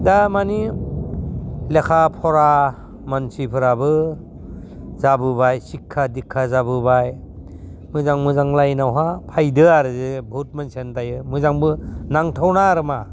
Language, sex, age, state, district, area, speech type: Bodo, male, 60+, Assam, Udalguri, rural, spontaneous